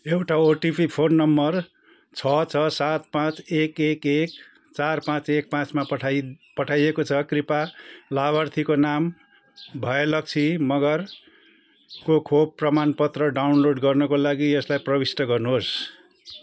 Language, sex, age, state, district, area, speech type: Nepali, male, 45-60, West Bengal, Jalpaiguri, urban, read